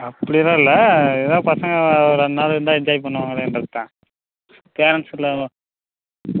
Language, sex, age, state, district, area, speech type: Tamil, male, 18-30, Tamil Nadu, Dharmapuri, urban, conversation